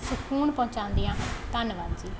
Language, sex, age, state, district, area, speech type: Punjabi, female, 18-30, Punjab, Pathankot, rural, spontaneous